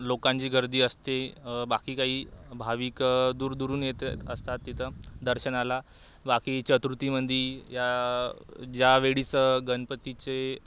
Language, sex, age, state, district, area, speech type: Marathi, male, 18-30, Maharashtra, Wardha, urban, spontaneous